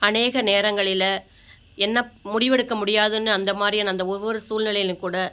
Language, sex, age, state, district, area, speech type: Tamil, female, 45-60, Tamil Nadu, Ariyalur, rural, spontaneous